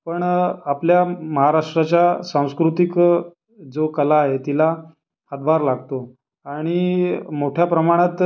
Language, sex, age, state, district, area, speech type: Marathi, male, 30-45, Maharashtra, Raigad, rural, spontaneous